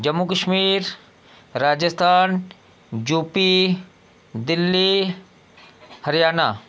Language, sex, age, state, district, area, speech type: Dogri, male, 30-45, Jammu and Kashmir, Udhampur, rural, spontaneous